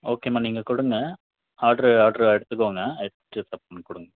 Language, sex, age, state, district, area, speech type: Tamil, male, 18-30, Tamil Nadu, Krishnagiri, rural, conversation